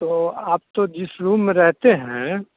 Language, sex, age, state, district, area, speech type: Hindi, male, 30-45, Bihar, Muzaffarpur, rural, conversation